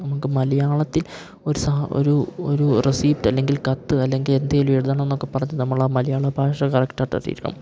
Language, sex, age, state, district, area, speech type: Malayalam, male, 18-30, Kerala, Idukki, rural, spontaneous